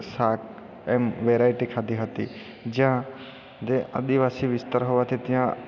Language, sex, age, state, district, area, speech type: Gujarati, male, 30-45, Gujarat, Surat, urban, spontaneous